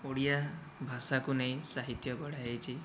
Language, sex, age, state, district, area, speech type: Odia, male, 45-60, Odisha, Kandhamal, rural, spontaneous